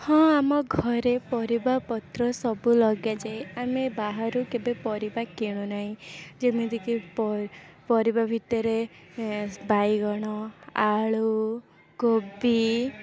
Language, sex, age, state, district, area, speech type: Odia, female, 18-30, Odisha, Puri, urban, spontaneous